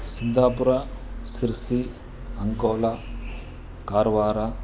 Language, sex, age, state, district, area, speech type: Sanskrit, male, 18-30, Karnataka, Uttara Kannada, rural, spontaneous